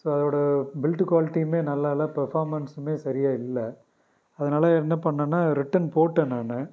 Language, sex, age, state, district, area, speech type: Tamil, male, 30-45, Tamil Nadu, Pudukkottai, rural, spontaneous